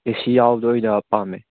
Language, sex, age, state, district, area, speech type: Manipuri, male, 18-30, Manipur, Chandel, rural, conversation